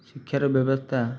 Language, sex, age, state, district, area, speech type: Odia, male, 18-30, Odisha, Jajpur, rural, spontaneous